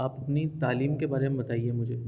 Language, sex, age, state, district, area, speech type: Urdu, male, 30-45, Delhi, Central Delhi, urban, spontaneous